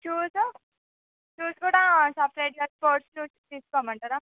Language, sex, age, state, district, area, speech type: Telugu, female, 45-60, Andhra Pradesh, Visakhapatnam, urban, conversation